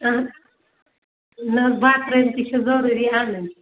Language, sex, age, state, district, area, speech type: Kashmiri, female, 30-45, Jammu and Kashmir, Ganderbal, rural, conversation